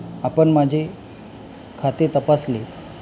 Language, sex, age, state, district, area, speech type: Marathi, male, 45-60, Maharashtra, Palghar, rural, spontaneous